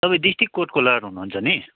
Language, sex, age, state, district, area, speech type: Nepali, male, 30-45, West Bengal, Darjeeling, rural, conversation